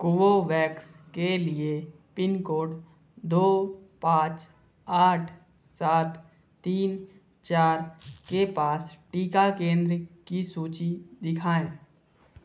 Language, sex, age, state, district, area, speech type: Hindi, male, 18-30, Madhya Pradesh, Bhopal, urban, read